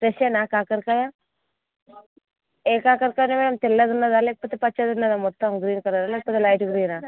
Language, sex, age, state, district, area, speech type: Telugu, female, 18-30, Telangana, Hyderabad, urban, conversation